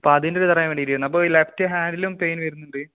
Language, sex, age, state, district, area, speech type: Malayalam, female, 18-30, Kerala, Kozhikode, urban, conversation